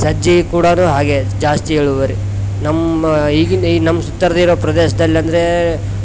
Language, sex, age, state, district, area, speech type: Kannada, male, 30-45, Karnataka, Koppal, rural, spontaneous